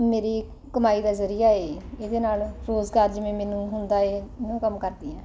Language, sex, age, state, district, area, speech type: Punjabi, female, 45-60, Punjab, Ludhiana, urban, spontaneous